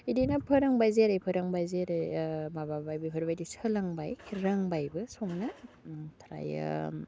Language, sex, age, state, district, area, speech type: Bodo, female, 18-30, Assam, Udalguri, urban, spontaneous